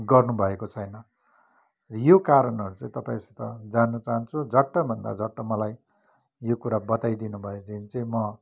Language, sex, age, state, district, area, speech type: Nepali, male, 45-60, West Bengal, Kalimpong, rural, spontaneous